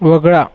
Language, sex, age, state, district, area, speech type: Marathi, male, 18-30, Maharashtra, Washim, urban, read